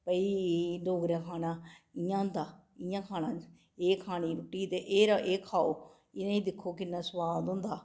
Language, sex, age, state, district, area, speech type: Dogri, female, 60+, Jammu and Kashmir, Reasi, urban, spontaneous